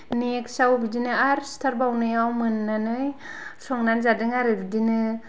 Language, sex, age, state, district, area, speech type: Bodo, female, 18-30, Assam, Kokrajhar, urban, spontaneous